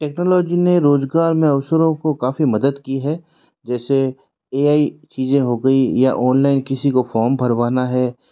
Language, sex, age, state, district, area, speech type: Hindi, male, 30-45, Rajasthan, Jodhpur, urban, spontaneous